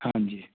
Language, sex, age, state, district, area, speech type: Punjabi, male, 18-30, Punjab, Amritsar, urban, conversation